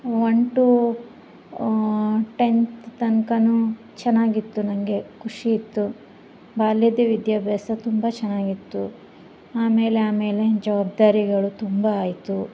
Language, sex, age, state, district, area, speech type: Kannada, female, 30-45, Karnataka, Shimoga, rural, spontaneous